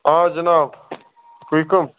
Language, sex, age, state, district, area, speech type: Kashmiri, male, 30-45, Jammu and Kashmir, Baramulla, urban, conversation